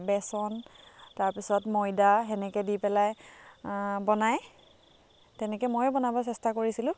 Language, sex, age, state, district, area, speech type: Assamese, female, 18-30, Assam, Biswanath, rural, spontaneous